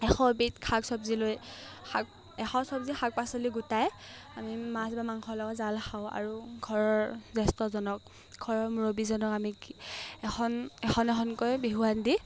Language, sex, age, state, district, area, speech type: Assamese, female, 18-30, Assam, Morigaon, rural, spontaneous